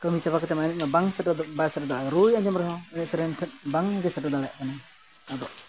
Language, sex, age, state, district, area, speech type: Santali, male, 45-60, Odisha, Mayurbhanj, rural, spontaneous